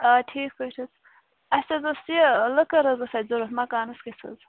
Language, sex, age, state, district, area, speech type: Kashmiri, female, 18-30, Jammu and Kashmir, Bandipora, rural, conversation